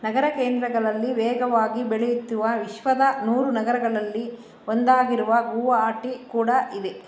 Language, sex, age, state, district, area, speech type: Kannada, female, 30-45, Karnataka, Bangalore Rural, urban, read